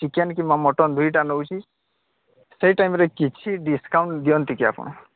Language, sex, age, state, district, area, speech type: Odia, male, 30-45, Odisha, Bargarh, urban, conversation